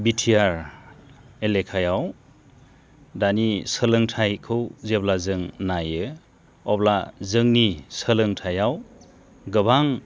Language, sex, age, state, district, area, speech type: Bodo, male, 45-60, Assam, Chirang, rural, spontaneous